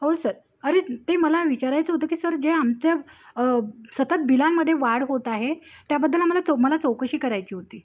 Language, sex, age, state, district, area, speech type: Marathi, female, 30-45, Maharashtra, Amravati, rural, spontaneous